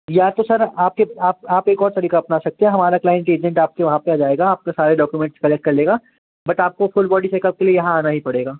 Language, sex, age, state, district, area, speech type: Hindi, male, 18-30, Madhya Pradesh, Jabalpur, urban, conversation